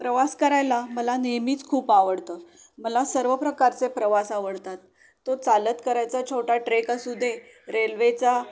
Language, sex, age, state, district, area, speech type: Marathi, female, 45-60, Maharashtra, Sangli, rural, spontaneous